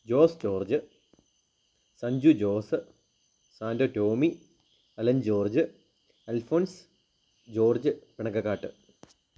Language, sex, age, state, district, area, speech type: Malayalam, male, 18-30, Kerala, Kottayam, rural, spontaneous